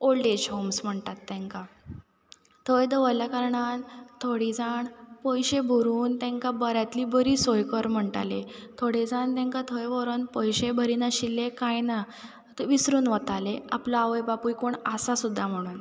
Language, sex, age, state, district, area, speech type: Goan Konkani, female, 18-30, Goa, Ponda, rural, spontaneous